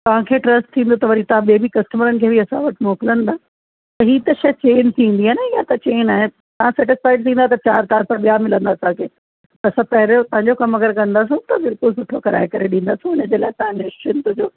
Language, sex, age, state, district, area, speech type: Sindhi, female, 45-60, Uttar Pradesh, Lucknow, rural, conversation